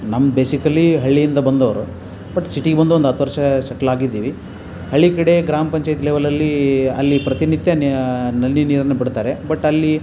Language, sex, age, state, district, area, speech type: Kannada, male, 30-45, Karnataka, Koppal, rural, spontaneous